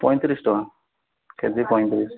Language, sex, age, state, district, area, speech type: Odia, male, 45-60, Odisha, Koraput, urban, conversation